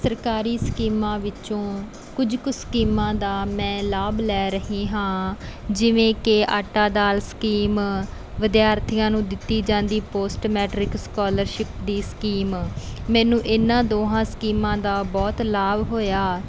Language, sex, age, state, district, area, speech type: Punjabi, female, 18-30, Punjab, Bathinda, rural, spontaneous